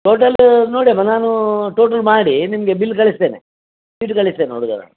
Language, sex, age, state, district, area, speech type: Kannada, male, 60+, Karnataka, Dakshina Kannada, rural, conversation